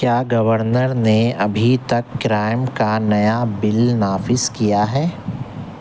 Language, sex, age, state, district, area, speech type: Urdu, male, 45-60, Telangana, Hyderabad, urban, read